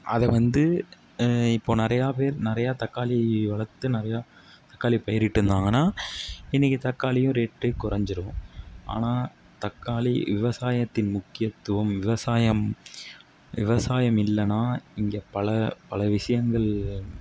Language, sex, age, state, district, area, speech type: Tamil, male, 60+, Tamil Nadu, Tiruvarur, rural, spontaneous